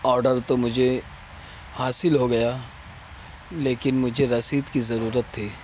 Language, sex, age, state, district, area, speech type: Urdu, male, 30-45, Maharashtra, Nashik, urban, spontaneous